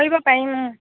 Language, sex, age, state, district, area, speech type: Assamese, female, 30-45, Assam, Dibrugarh, rural, conversation